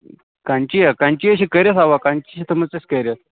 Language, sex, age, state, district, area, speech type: Kashmiri, male, 30-45, Jammu and Kashmir, Kulgam, rural, conversation